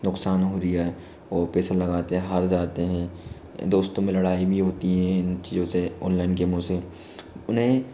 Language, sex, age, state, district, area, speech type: Hindi, male, 18-30, Madhya Pradesh, Bhopal, urban, spontaneous